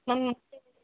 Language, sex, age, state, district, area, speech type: Kannada, female, 18-30, Karnataka, Shimoga, rural, conversation